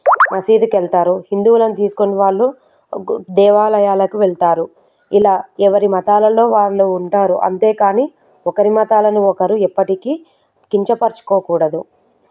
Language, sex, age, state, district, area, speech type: Telugu, female, 30-45, Telangana, Medchal, urban, spontaneous